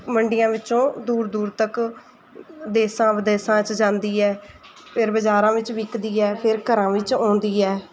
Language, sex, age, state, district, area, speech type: Punjabi, female, 30-45, Punjab, Mansa, urban, spontaneous